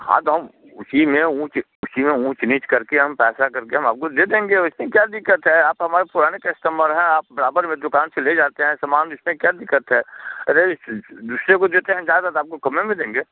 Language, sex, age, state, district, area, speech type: Hindi, male, 60+, Bihar, Muzaffarpur, rural, conversation